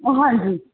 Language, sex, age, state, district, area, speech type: Punjabi, female, 30-45, Punjab, Tarn Taran, urban, conversation